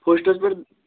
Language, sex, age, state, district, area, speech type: Kashmiri, male, 18-30, Jammu and Kashmir, Shopian, rural, conversation